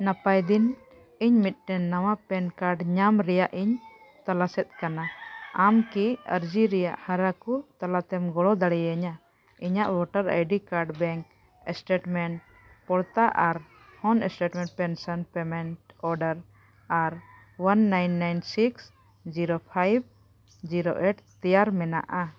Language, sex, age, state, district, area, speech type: Santali, female, 45-60, Jharkhand, Bokaro, rural, read